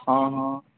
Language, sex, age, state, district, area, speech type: Odia, male, 45-60, Odisha, Nuapada, urban, conversation